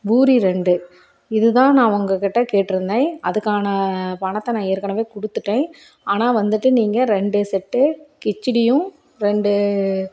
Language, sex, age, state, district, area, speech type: Tamil, female, 30-45, Tamil Nadu, Salem, rural, spontaneous